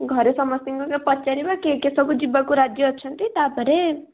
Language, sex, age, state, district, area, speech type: Odia, female, 18-30, Odisha, Kendujhar, urban, conversation